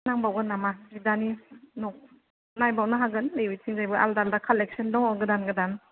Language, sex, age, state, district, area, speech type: Bodo, female, 30-45, Assam, Kokrajhar, rural, conversation